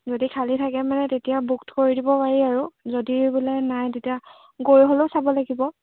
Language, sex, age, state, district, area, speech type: Assamese, female, 18-30, Assam, Charaideo, urban, conversation